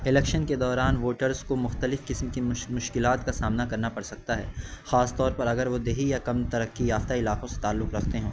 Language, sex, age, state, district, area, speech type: Urdu, male, 18-30, Uttar Pradesh, Azamgarh, rural, spontaneous